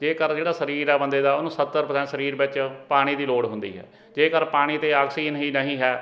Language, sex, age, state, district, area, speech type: Punjabi, male, 45-60, Punjab, Fatehgarh Sahib, rural, spontaneous